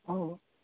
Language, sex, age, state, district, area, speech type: Nepali, male, 18-30, West Bengal, Kalimpong, rural, conversation